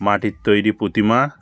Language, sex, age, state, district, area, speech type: Bengali, male, 45-60, West Bengal, Bankura, urban, spontaneous